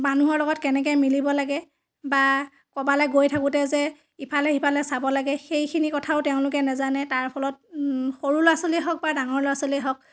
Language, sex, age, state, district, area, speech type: Assamese, female, 30-45, Assam, Dhemaji, rural, spontaneous